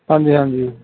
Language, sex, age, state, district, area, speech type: Punjabi, male, 45-60, Punjab, Shaheed Bhagat Singh Nagar, urban, conversation